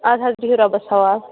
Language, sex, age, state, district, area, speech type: Kashmiri, female, 18-30, Jammu and Kashmir, Shopian, rural, conversation